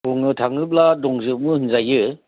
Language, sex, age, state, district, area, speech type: Bodo, male, 45-60, Assam, Chirang, rural, conversation